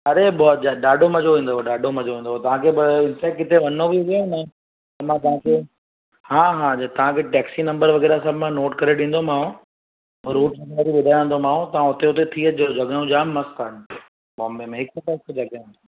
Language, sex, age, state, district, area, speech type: Sindhi, male, 30-45, Gujarat, Surat, urban, conversation